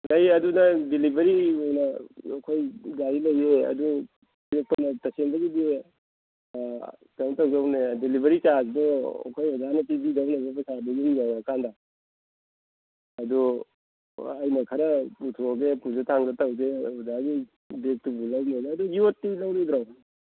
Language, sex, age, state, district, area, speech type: Manipuri, male, 60+, Manipur, Thoubal, rural, conversation